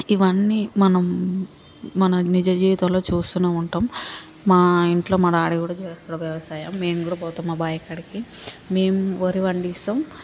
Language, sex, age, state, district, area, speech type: Telugu, female, 18-30, Telangana, Hyderabad, urban, spontaneous